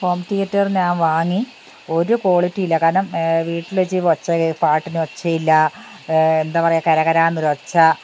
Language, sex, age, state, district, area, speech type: Malayalam, female, 60+, Kerala, Wayanad, rural, spontaneous